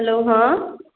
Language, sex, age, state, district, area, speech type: Maithili, female, 18-30, Bihar, Darbhanga, rural, conversation